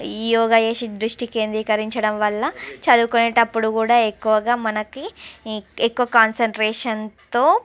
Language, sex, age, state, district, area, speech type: Telugu, female, 45-60, Andhra Pradesh, Srikakulam, urban, spontaneous